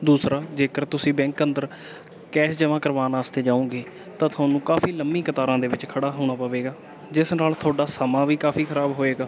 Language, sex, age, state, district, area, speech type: Punjabi, male, 18-30, Punjab, Bathinda, urban, spontaneous